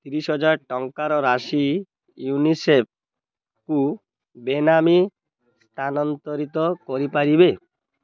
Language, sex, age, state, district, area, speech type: Odia, male, 30-45, Odisha, Malkangiri, urban, read